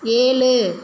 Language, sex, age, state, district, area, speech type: Tamil, female, 18-30, Tamil Nadu, Pudukkottai, rural, read